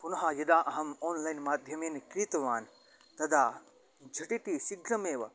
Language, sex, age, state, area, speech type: Sanskrit, male, 18-30, Haryana, rural, spontaneous